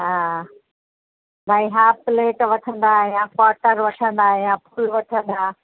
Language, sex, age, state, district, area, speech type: Sindhi, female, 45-60, Uttar Pradesh, Lucknow, rural, conversation